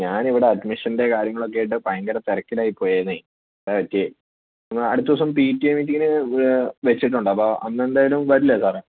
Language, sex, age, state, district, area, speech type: Malayalam, male, 18-30, Kerala, Idukki, urban, conversation